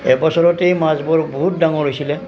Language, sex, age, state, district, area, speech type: Assamese, male, 45-60, Assam, Nalbari, rural, spontaneous